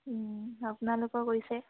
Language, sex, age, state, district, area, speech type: Assamese, female, 18-30, Assam, Dibrugarh, rural, conversation